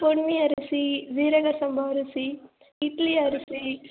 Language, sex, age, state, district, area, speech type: Tamil, female, 18-30, Tamil Nadu, Nagapattinam, rural, conversation